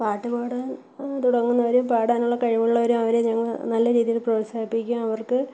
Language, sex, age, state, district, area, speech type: Malayalam, female, 30-45, Kerala, Kollam, rural, spontaneous